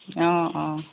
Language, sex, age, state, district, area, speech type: Assamese, female, 60+, Assam, Golaghat, rural, conversation